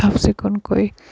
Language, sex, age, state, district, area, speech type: Assamese, female, 60+, Assam, Dibrugarh, rural, spontaneous